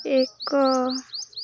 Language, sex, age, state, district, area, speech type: Odia, female, 18-30, Odisha, Malkangiri, urban, read